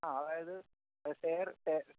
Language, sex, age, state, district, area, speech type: Malayalam, male, 45-60, Kerala, Kottayam, rural, conversation